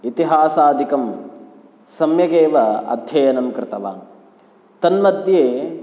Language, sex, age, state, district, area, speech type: Sanskrit, male, 18-30, Kerala, Kasaragod, rural, spontaneous